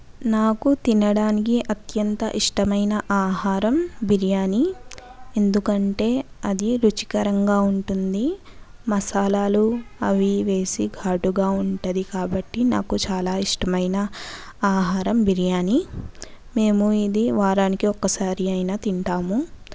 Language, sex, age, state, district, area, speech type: Telugu, female, 45-60, Andhra Pradesh, East Godavari, rural, spontaneous